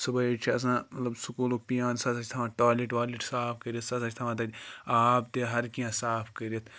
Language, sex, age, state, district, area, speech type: Kashmiri, male, 45-60, Jammu and Kashmir, Ganderbal, rural, spontaneous